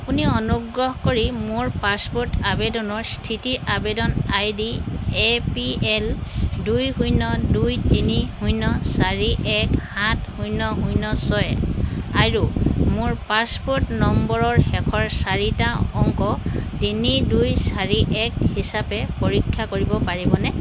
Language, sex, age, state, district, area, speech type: Assamese, female, 60+, Assam, Dibrugarh, rural, read